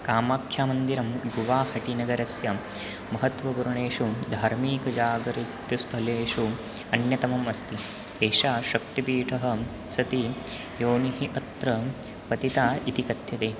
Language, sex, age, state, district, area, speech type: Sanskrit, male, 18-30, Maharashtra, Nashik, rural, spontaneous